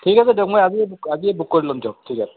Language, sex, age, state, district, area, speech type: Assamese, male, 60+, Assam, Goalpara, urban, conversation